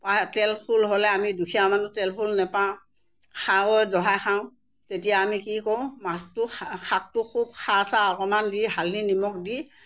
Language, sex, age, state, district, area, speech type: Assamese, female, 60+, Assam, Morigaon, rural, spontaneous